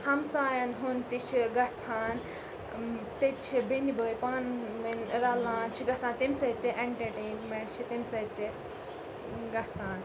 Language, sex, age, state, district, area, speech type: Kashmiri, female, 18-30, Jammu and Kashmir, Ganderbal, rural, spontaneous